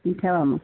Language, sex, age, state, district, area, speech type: Marathi, female, 30-45, Maharashtra, Washim, rural, conversation